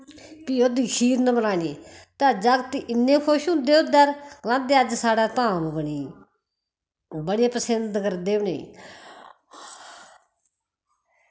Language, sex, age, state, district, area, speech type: Dogri, female, 60+, Jammu and Kashmir, Udhampur, rural, spontaneous